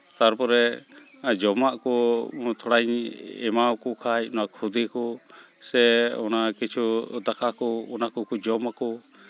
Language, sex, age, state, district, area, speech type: Santali, male, 45-60, West Bengal, Malda, rural, spontaneous